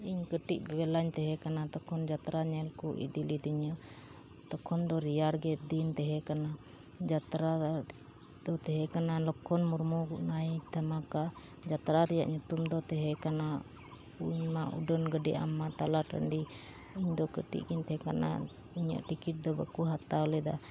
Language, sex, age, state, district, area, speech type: Santali, female, 30-45, West Bengal, Uttar Dinajpur, rural, spontaneous